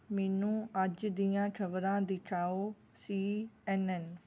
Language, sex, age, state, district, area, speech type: Punjabi, female, 30-45, Punjab, Rupnagar, rural, read